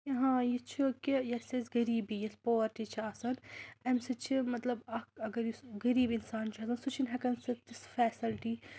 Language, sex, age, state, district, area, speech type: Kashmiri, female, 18-30, Jammu and Kashmir, Anantnag, rural, spontaneous